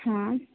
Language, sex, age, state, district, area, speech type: Hindi, female, 30-45, Uttar Pradesh, Sonbhadra, rural, conversation